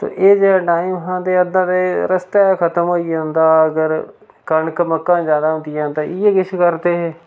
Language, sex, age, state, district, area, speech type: Dogri, male, 30-45, Jammu and Kashmir, Reasi, rural, spontaneous